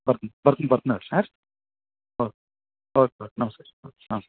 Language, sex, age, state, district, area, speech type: Kannada, male, 45-60, Karnataka, Dharwad, rural, conversation